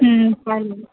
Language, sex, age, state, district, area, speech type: Marathi, female, 18-30, Maharashtra, Sindhudurg, rural, conversation